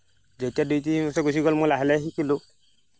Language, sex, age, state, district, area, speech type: Assamese, male, 60+, Assam, Nagaon, rural, spontaneous